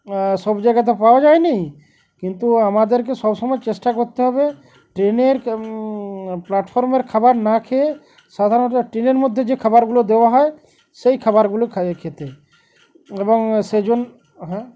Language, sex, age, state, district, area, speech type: Bengali, male, 45-60, West Bengal, Uttar Dinajpur, urban, spontaneous